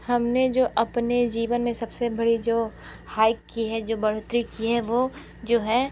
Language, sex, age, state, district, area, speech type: Hindi, female, 18-30, Uttar Pradesh, Sonbhadra, rural, spontaneous